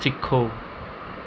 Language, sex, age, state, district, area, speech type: Punjabi, male, 18-30, Punjab, Mohali, rural, read